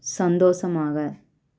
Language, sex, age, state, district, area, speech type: Tamil, female, 18-30, Tamil Nadu, Virudhunagar, rural, read